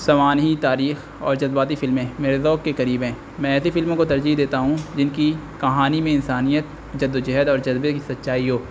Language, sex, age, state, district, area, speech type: Urdu, male, 18-30, Uttar Pradesh, Azamgarh, rural, spontaneous